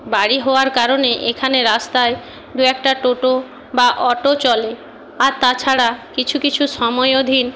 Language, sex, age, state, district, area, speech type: Bengali, female, 60+, West Bengal, Jhargram, rural, spontaneous